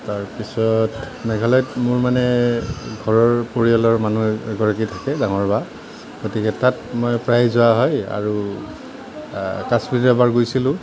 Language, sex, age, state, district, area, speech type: Assamese, male, 30-45, Assam, Nalbari, rural, spontaneous